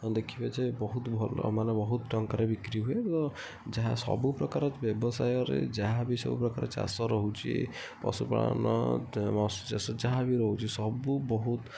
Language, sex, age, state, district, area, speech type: Odia, female, 18-30, Odisha, Kendujhar, urban, spontaneous